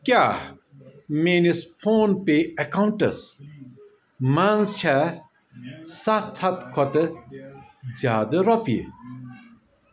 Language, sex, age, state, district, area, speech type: Kashmiri, male, 45-60, Jammu and Kashmir, Bandipora, rural, read